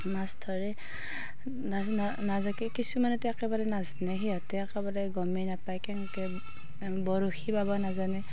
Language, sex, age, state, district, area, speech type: Assamese, female, 30-45, Assam, Darrang, rural, spontaneous